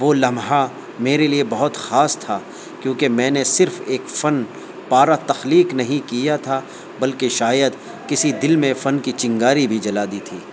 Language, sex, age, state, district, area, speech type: Urdu, male, 45-60, Delhi, North East Delhi, urban, spontaneous